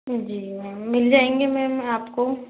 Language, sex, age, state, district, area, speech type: Hindi, female, 30-45, Madhya Pradesh, Bhopal, urban, conversation